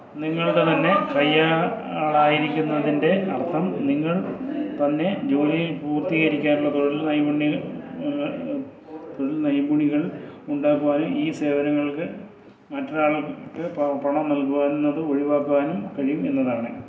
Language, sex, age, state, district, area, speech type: Malayalam, male, 60+, Kerala, Kollam, rural, read